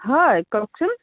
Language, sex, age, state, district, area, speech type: Assamese, female, 45-60, Assam, Biswanath, rural, conversation